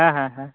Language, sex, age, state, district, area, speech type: Santali, male, 30-45, West Bengal, Purba Bardhaman, rural, conversation